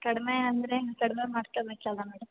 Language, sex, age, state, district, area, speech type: Kannada, female, 18-30, Karnataka, Chitradurga, rural, conversation